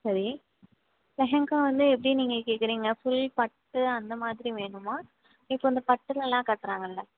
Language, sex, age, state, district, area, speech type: Tamil, female, 18-30, Tamil Nadu, Sivaganga, rural, conversation